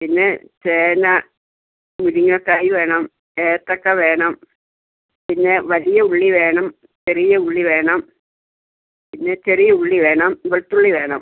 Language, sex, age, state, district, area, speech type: Malayalam, female, 60+, Kerala, Wayanad, rural, conversation